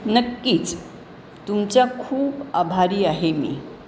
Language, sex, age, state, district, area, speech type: Marathi, female, 60+, Maharashtra, Pune, urban, read